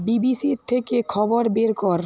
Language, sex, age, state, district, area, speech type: Bengali, female, 60+, West Bengal, Paschim Medinipur, rural, read